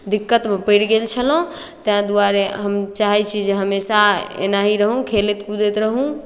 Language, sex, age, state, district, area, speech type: Maithili, female, 18-30, Bihar, Darbhanga, rural, spontaneous